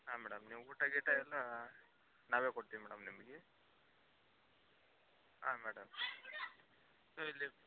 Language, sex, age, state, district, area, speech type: Kannada, male, 18-30, Karnataka, Koppal, urban, conversation